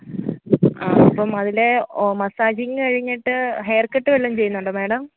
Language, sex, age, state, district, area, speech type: Malayalam, female, 30-45, Kerala, Alappuzha, rural, conversation